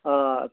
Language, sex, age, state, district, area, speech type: Kashmiri, male, 45-60, Jammu and Kashmir, Ganderbal, urban, conversation